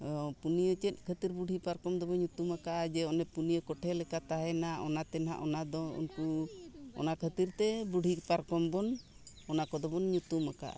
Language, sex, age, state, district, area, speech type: Santali, female, 60+, Jharkhand, Bokaro, rural, spontaneous